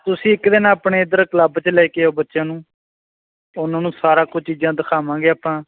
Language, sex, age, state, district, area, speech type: Punjabi, male, 30-45, Punjab, Barnala, rural, conversation